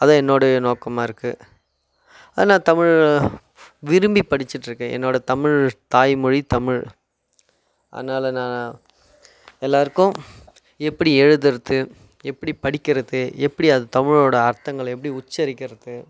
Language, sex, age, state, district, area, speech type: Tamil, male, 30-45, Tamil Nadu, Tiruvannamalai, rural, spontaneous